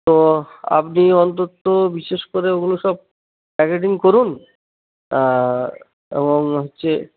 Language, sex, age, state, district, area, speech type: Bengali, male, 30-45, West Bengal, Cooch Behar, urban, conversation